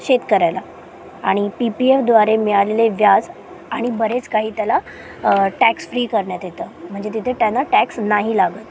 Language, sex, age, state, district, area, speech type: Marathi, female, 18-30, Maharashtra, Solapur, urban, spontaneous